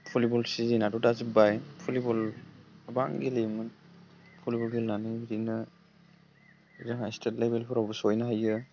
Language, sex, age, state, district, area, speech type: Bodo, male, 18-30, Assam, Udalguri, rural, spontaneous